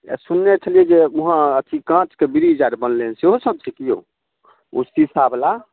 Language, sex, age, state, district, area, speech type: Maithili, male, 30-45, Bihar, Samastipur, rural, conversation